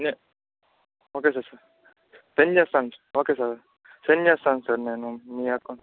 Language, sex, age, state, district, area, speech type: Telugu, male, 18-30, Andhra Pradesh, Chittoor, rural, conversation